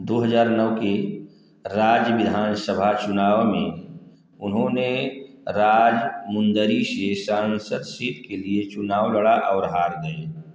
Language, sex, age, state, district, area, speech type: Hindi, male, 45-60, Uttar Pradesh, Prayagraj, rural, read